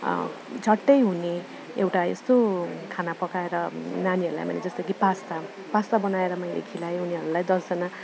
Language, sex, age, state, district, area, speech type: Nepali, female, 30-45, West Bengal, Darjeeling, rural, spontaneous